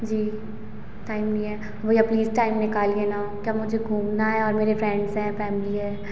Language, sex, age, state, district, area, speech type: Hindi, female, 18-30, Madhya Pradesh, Hoshangabad, urban, spontaneous